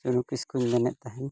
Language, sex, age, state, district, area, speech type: Santali, male, 45-60, Odisha, Mayurbhanj, rural, spontaneous